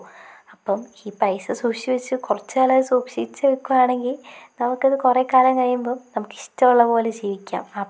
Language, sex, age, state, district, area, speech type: Malayalam, female, 18-30, Kerala, Wayanad, rural, spontaneous